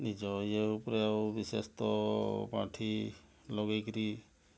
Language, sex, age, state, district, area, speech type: Odia, male, 60+, Odisha, Mayurbhanj, rural, spontaneous